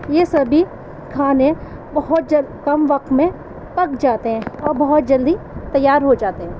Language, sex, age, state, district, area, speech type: Urdu, female, 45-60, Delhi, East Delhi, urban, spontaneous